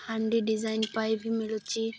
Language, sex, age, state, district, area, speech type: Odia, female, 18-30, Odisha, Malkangiri, urban, spontaneous